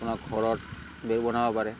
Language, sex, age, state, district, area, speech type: Assamese, male, 30-45, Assam, Barpeta, rural, spontaneous